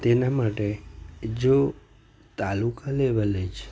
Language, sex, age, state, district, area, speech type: Gujarati, male, 45-60, Gujarat, Junagadh, rural, spontaneous